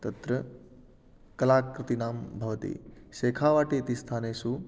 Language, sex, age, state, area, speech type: Sanskrit, male, 18-30, Rajasthan, urban, spontaneous